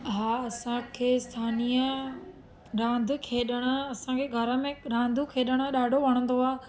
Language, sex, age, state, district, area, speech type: Sindhi, female, 30-45, Gujarat, Surat, urban, spontaneous